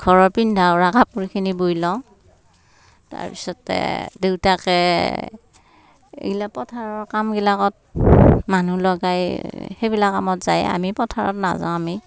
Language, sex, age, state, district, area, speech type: Assamese, female, 60+, Assam, Darrang, rural, spontaneous